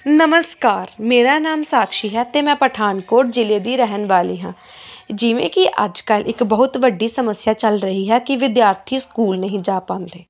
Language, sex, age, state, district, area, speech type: Punjabi, female, 18-30, Punjab, Pathankot, rural, spontaneous